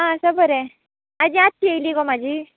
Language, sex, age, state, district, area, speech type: Goan Konkani, female, 18-30, Goa, Ponda, rural, conversation